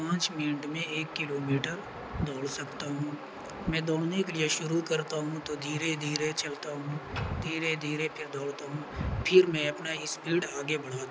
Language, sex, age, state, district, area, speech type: Urdu, male, 18-30, Bihar, Gaya, urban, spontaneous